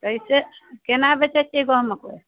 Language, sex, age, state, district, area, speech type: Maithili, female, 60+, Bihar, Muzaffarpur, urban, conversation